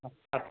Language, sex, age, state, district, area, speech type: Kannada, male, 18-30, Karnataka, Belgaum, rural, conversation